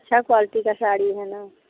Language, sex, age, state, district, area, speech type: Hindi, female, 30-45, Uttar Pradesh, Mirzapur, rural, conversation